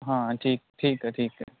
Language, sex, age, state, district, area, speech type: Punjabi, male, 18-30, Punjab, Kapurthala, rural, conversation